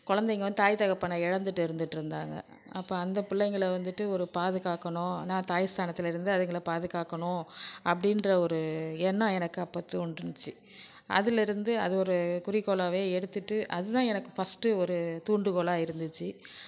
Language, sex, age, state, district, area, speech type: Tamil, female, 60+, Tamil Nadu, Nagapattinam, rural, spontaneous